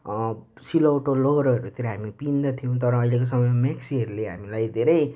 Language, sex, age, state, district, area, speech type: Nepali, male, 18-30, West Bengal, Jalpaiguri, rural, spontaneous